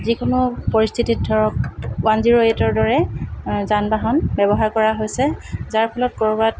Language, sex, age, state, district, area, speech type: Assamese, female, 45-60, Assam, Dibrugarh, urban, spontaneous